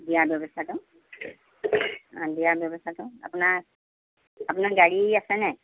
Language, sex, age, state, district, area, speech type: Assamese, female, 60+, Assam, Golaghat, rural, conversation